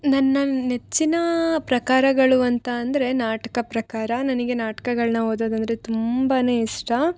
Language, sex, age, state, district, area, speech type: Kannada, female, 18-30, Karnataka, Chikkamagaluru, rural, spontaneous